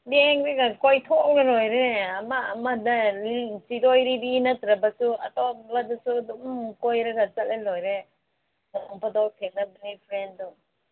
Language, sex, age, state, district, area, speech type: Manipuri, female, 45-60, Manipur, Ukhrul, rural, conversation